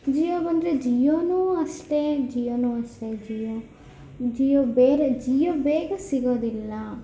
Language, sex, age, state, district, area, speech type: Kannada, female, 18-30, Karnataka, Chitradurga, rural, spontaneous